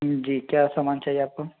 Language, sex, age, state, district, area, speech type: Hindi, male, 60+, Madhya Pradesh, Bhopal, urban, conversation